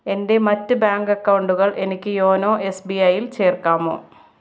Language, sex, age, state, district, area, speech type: Malayalam, female, 30-45, Kerala, Ernakulam, urban, read